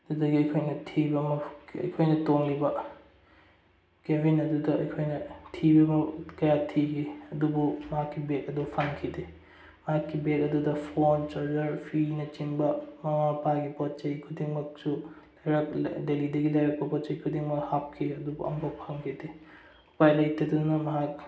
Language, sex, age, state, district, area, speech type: Manipuri, male, 18-30, Manipur, Bishnupur, rural, spontaneous